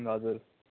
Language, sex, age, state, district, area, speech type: Nepali, male, 18-30, West Bengal, Kalimpong, rural, conversation